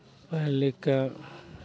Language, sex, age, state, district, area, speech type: Maithili, male, 45-60, Bihar, Madhepura, rural, spontaneous